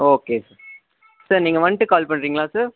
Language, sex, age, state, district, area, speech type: Tamil, male, 18-30, Tamil Nadu, Nilgiris, urban, conversation